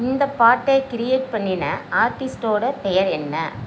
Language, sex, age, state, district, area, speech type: Tamil, female, 60+, Tamil Nadu, Nagapattinam, rural, read